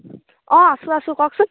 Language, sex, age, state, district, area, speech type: Assamese, female, 18-30, Assam, Sivasagar, rural, conversation